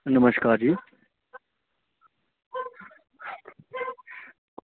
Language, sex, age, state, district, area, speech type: Dogri, male, 18-30, Jammu and Kashmir, Reasi, rural, conversation